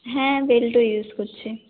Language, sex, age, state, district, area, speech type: Bengali, female, 18-30, West Bengal, North 24 Parganas, rural, conversation